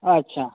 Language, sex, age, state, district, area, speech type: Maithili, female, 60+, Bihar, Madhubani, rural, conversation